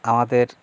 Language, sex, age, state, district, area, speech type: Bengali, male, 60+, West Bengal, Bankura, urban, spontaneous